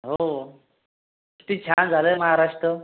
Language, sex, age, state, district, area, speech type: Marathi, other, 18-30, Maharashtra, Buldhana, urban, conversation